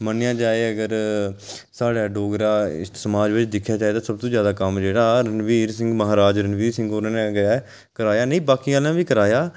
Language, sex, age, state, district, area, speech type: Dogri, male, 30-45, Jammu and Kashmir, Udhampur, rural, spontaneous